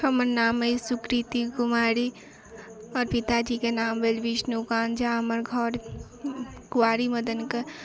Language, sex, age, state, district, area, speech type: Maithili, female, 18-30, Bihar, Sitamarhi, urban, spontaneous